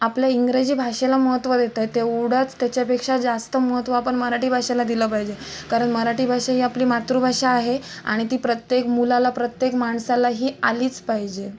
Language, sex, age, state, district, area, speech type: Marathi, female, 18-30, Maharashtra, Sindhudurg, rural, spontaneous